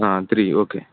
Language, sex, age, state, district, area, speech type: Kannada, male, 18-30, Karnataka, Udupi, rural, conversation